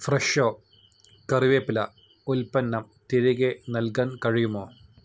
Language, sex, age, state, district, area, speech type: Malayalam, male, 45-60, Kerala, Palakkad, rural, read